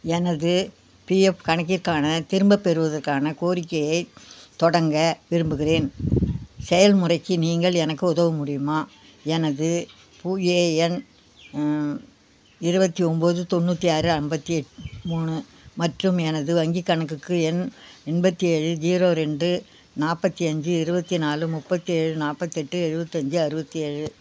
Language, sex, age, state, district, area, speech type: Tamil, female, 60+, Tamil Nadu, Viluppuram, rural, read